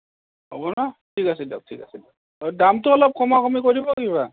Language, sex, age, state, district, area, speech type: Assamese, male, 30-45, Assam, Kamrup Metropolitan, urban, conversation